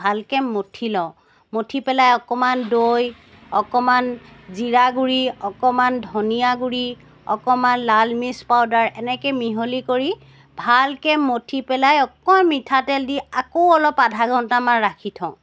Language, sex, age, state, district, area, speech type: Assamese, female, 45-60, Assam, Charaideo, urban, spontaneous